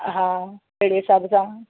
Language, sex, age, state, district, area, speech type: Sindhi, female, 45-60, Gujarat, Junagadh, rural, conversation